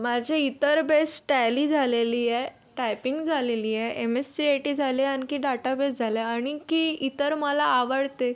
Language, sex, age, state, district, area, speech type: Marathi, female, 30-45, Maharashtra, Yavatmal, rural, spontaneous